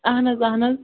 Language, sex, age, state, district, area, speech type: Kashmiri, female, 30-45, Jammu and Kashmir, Ganderbal, rural, conversation